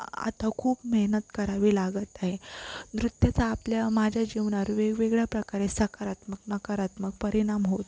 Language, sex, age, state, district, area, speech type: Marathi, female, 18-30, Maharashtra, Sindhudurg, rural, spontaneous